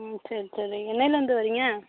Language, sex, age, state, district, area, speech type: Tamil, female, 18-30, Tamil Nadu, Tiruvarur, rural, conversation